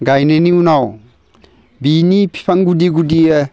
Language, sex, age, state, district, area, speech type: Bodo, male, 60+, Assam, Baksa, urban, spontaneous